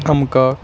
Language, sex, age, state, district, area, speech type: Kashmiri, male, 18-30, Jammu and Kashmir, Baramulla, rural, spontaneous